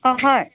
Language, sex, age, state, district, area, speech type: Assamese, female, 45-60, Assam, Jorhat, urban, conversation